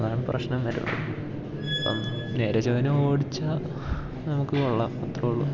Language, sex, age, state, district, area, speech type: Malayalam, male, 18-30, Kerala, Idukki, rural, spontaneous